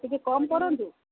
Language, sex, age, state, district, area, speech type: Odia, female, 45-60, Odisha, Sundergarh, rural, conversation